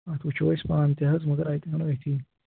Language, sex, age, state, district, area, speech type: Kashmiri, male, 18-30, Jammu and Kashmir, Pulwama, urban, conversation